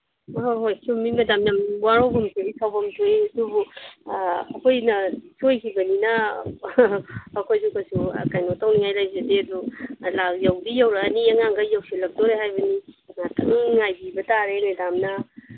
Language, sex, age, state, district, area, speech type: Manipuri, female, 45-60, Manipur, Kangpokpi, urban, conversation